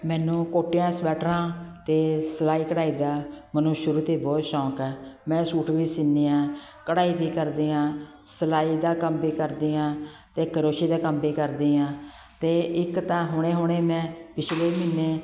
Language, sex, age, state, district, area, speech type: Punjabi, female, 45-60, Punjab, Patiala, urban, spontaneous